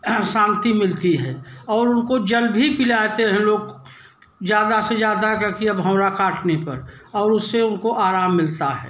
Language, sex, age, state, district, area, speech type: Hindi, male, 60+, Uttar Pradesh, Jaunpur, rural, spontaneous